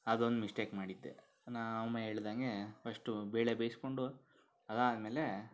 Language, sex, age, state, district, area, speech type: Kannada, male, 45-60, Karnataka, Bangalore Urban, urban, spontaneous